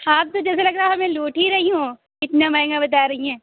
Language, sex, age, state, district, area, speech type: Urdu, female, 18-30, Uttar Pradesh, Lucknow, rural, conversation